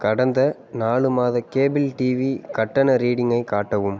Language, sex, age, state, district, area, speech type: Tamil, male, 18-30, Tamil Nadu, Ariyalur, rural, read